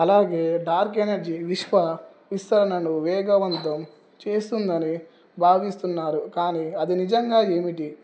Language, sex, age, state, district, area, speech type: Telugu, male, 18-30, Telangana, Nizamabad, urban, spontaneous